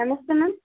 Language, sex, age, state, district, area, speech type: Kannada, female, 18-30, Karnataka, Chitradurga, rural, conversation